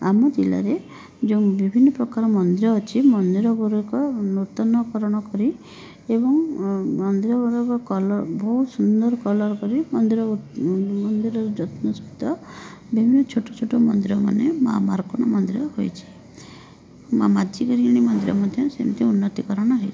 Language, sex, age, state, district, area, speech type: Odia, female, 30-45, Odisha, Rayagada, rural, spontaneous